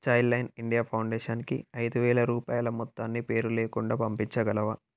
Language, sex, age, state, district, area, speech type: Telugu, male, 18-30, Telangana, Peddapalli, rural, read